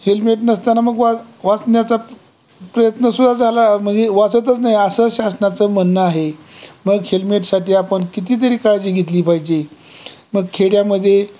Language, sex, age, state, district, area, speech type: Marathi, male, 60+, Maharashtra, Osmanabad, rural, spontaneous